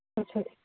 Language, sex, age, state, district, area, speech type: Punjabi, female, 45-60, Punjab, Shaheed Bhagat Singh Nagar, urban, conversation